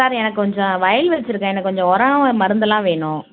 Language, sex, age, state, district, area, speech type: Tamil, female, 18-30, Tamil Nadu, Nagapattinam, rural, conversation